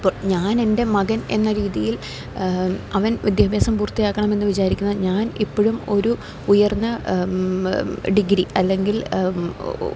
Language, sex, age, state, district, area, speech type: Malayalam, female, 30-45, Kerala, Idukki, rural, spontaneous